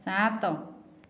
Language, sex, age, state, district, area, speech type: Odia, female, 30-45, Odisha, Khordha, rural, read